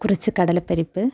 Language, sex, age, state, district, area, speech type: Malayalam, female, 18-30, Kerala, Kasaragod, rural, spontaneous